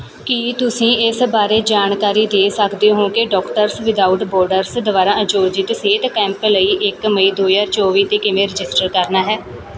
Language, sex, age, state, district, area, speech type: Punjabi, female, 18-30, Punjab, Muktsar, rural, read